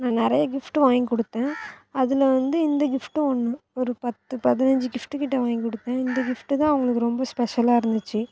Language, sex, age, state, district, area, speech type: Tamil, female, 18-30, Tamil Nadu, Thoothukudi, urban, spontaneous